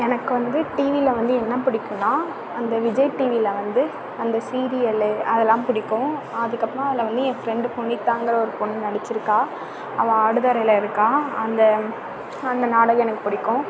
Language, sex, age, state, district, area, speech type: Tamil, female, 30-45, Tamil Nadu, Thanjavur, urban, spontaneous